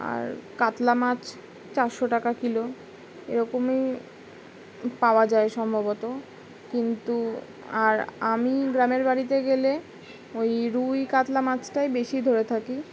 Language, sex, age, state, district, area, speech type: Bengali, female, 18-30, West Bengal, Howrah, urban, spontaneous